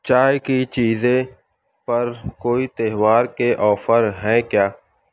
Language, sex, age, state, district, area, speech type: Urdu, male, 18-30, Maharashtra, Nashik, urban, read